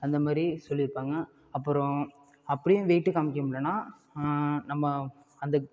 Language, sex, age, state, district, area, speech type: Tamil, male, 30-45, Tamil Nadu, Ariyalur, rural, spontaneous